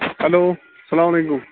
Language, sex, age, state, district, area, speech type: Kashmiri, male, 30-45, Jammu and Kashmir, Bandipora, rural, conversation